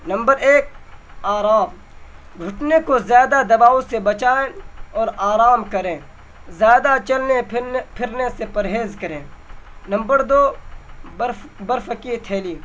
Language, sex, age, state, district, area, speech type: Urdu, male, 18-30, Bihar, Purnia, rural, spontaneous